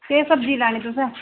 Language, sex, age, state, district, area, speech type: Dogri, female, 45-60, Jammu and Kashmir, Udhampur, rural, conversation